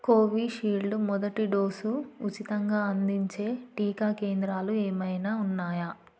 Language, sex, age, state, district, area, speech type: Telugu, female, 18-30, Telangana, Yadadri Bhuvanagiri, rural, read